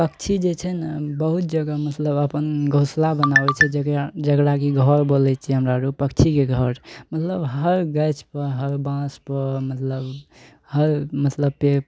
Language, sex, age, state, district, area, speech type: Maithili, male, 18-30, Bihar, Araria, rural, spontaneous